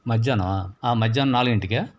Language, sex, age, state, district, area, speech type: Telugu, male, 60+, Andhra Pradesh, Palnadu, urban, spontaneous